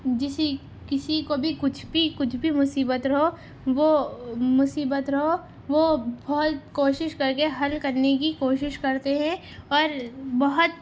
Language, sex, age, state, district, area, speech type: Urdu, female, 18-30, Telangana, Hyderabad, rural, spontaneous